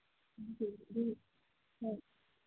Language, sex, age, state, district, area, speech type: Manipuri, female, 30-45, Manipur, Imphal East, rural, conversation